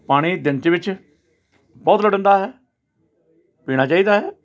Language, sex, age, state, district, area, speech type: Punjabi, male, 60+, Punjab, Hoshiarpur, urban, spontaneous